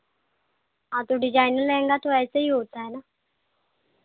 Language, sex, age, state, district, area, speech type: Hindi, female, 18-30, Uttar Pradesh, Pratapgarh, rural, conversation